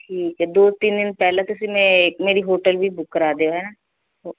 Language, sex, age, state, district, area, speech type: Punjabi, female, 30-45, Punjab, Shaheed Bhagat Singh Nagar, rural, conversation